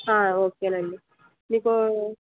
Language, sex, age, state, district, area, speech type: Telugu, female, 60+, Andhra Pradesh, Krishna, urban, conversation